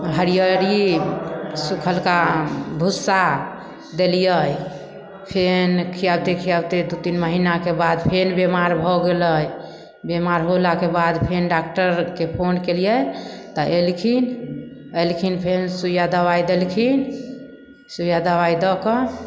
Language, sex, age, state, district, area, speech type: Maithili, female, 30-45, Bihar, Samastipur, rural, spontaneous